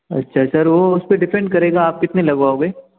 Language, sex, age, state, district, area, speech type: Hindi, male, 18-30, Rajasthan, Jodhpur, urban, conversation